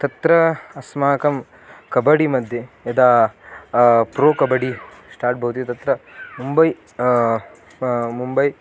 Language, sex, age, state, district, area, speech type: Sanskrit, male, 18-30, Maharashtra, Kolhapur, rural, spontaneous